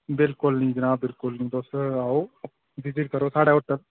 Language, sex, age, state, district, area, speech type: Dogri, male, 18-30, Jammu and Kashmir, Udhampur, rural, conversation